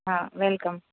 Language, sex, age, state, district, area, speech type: Gujarati, female, 30-45, Gujarat, Anand, urban, conversation